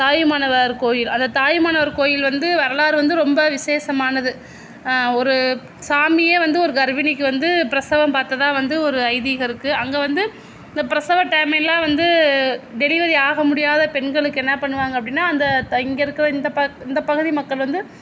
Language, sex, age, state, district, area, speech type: Tamil, female, 60+, Tamil Nadu, Mayiladuthurai, urban, spontaneous